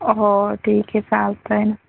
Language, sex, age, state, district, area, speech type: Marathi, female, 18-30, Maharashtra, Buldhana, rural, conversation